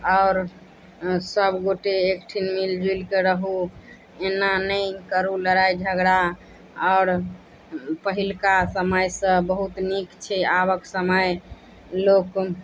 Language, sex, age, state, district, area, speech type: Maithili, female, 18-30, Bihar, Madhubani, rural, spontaneous